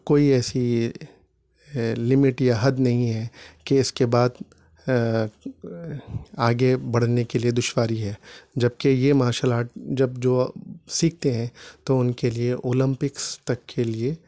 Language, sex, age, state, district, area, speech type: Urdu, male, 30-45, Telangana, Hyderabad, urban, spontaneous